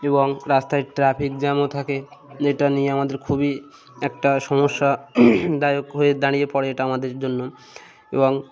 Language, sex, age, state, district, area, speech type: Bengali, male, 45-60, West Bengal, Birbhum, urban, spontaneous